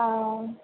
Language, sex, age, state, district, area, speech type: Sanskrit, female, 18-30, Kerala, Malappuram, urban, conversation